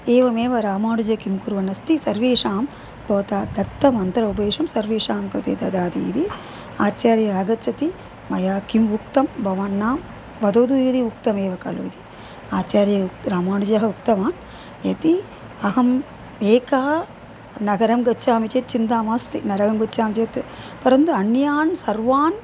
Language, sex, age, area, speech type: Sanskrit, female, 45-60, urban, spontaneous